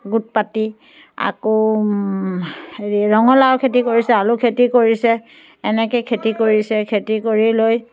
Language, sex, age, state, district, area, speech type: Assamese, female, 45-60, Assam, Biswanath, rural, spontaneous